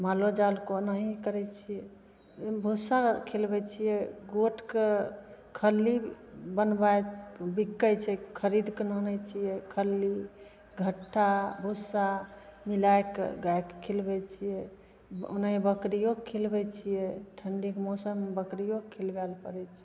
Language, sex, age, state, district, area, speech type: Maithili, female, 45-60, Bihar, Begusarai, rural, spontaneous